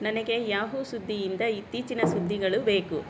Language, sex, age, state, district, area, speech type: Kannada, female, 60+, Karnataka, Bangalore Rural, rural, read